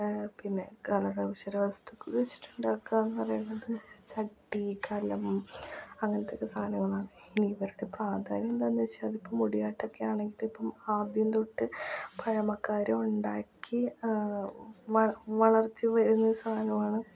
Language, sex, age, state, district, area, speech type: Malayalam, female, 18-30, Kerala, Ernakulam, rural, spontaneous